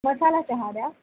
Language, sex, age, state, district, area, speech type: Marathi, female, 30-45, Maharashtra, Nanded, rural, conversation